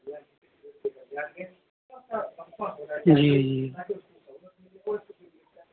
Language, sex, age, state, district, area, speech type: Urdu, male, 45-60, Uttar Pradesh, Rampur, urban, conversation